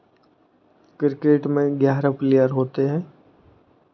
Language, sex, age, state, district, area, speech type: Hindi, male, 30-45, Madhya Pradesh, Hoshangabad, rural, spontaneous